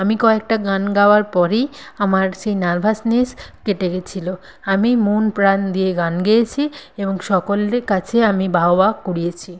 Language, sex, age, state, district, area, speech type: Bengali, female, 30-45, West Bengal, Nadia, rural, spontaneous